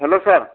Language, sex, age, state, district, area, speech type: Bodo, male, 45-60, Assam, Kokrajhar, rural, conversation